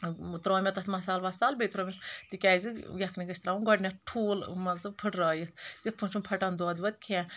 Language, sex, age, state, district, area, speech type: Kashmiri, female, 30-45, Jammu and Kashmir, Anantnag, rural, spontaneous